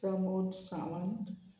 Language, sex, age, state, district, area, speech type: Goan Konkani, female, 45-60, Goa, Murmgao, rural, spontaneous